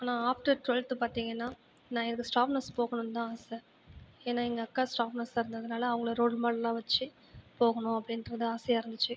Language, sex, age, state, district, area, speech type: Tamil, female, 30-45, Tamil Nadu, Ariyalur, rural, spontaneous